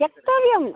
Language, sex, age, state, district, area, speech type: Sanskrit, male, 18-30, Karnataka, Uttara Kannada, rural, conversation